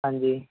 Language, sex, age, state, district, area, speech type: Punjabi, male, 18-30, Punjab, Shaheed Bhagat Singh Nagar, urban, conversation